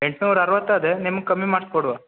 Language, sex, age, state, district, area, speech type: Kannada, male, 18-30, Karnataka, Uttara Kannada, rural, conversation